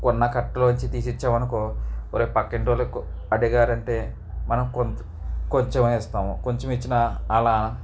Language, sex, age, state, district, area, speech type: Telugu, male, 45-60, Andhra Pradesh, Eluru, rural, spontaneous